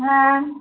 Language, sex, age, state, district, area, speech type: Bengali, female, 30-45, West Bengal, Murshidabad, rural, conversation